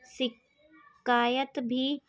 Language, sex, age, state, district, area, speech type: Urdu, female, 18-30, Uttar Pradesh, Ghaziabad, urban, spontaneous